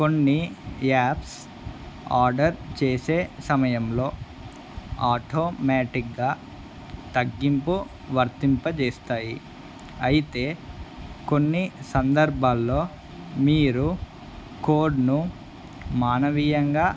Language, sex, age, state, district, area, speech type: Telugu, male, 18-30, Andhra Pradesh, Kadapa, urban, spontaneous